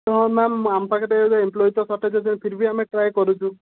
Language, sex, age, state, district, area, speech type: Odia, male, 30-45, Odisha, Sundergarh, urban, conversation